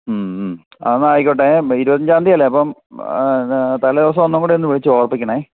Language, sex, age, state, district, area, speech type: Malayalam, male, 45-60, Kerala, Idukki, rural, conversation